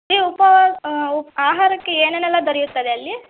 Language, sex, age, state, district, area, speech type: Kannada, female, 18-30, Karnataka, Chitradurga, rural, conversation